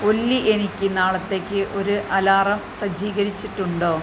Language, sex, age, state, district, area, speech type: Malayalam, female, 45-60, Kerala, Malappuram, urban, read